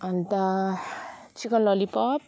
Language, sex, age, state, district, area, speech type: Nepali, female, 30-45, West Bengal, Alipurduar, urban, spontaneous